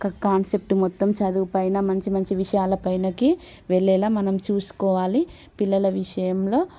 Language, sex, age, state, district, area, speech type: Telugu, female, 30-45, Telangana, Warangal, urban, spontaneous